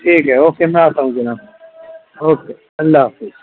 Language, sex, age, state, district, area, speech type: Urdu, male, 30-45, Uttar Pradesh, Muzaffarnagar, urban, conversation